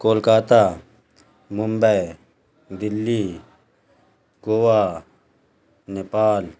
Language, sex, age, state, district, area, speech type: Urdu, male, 45-60, Bihar, Gaya, urban, spontaneous